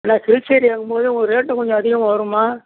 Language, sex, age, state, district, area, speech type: Tamil, male, 60+, Tamil Nadu, Nagapattinam, rural, conversation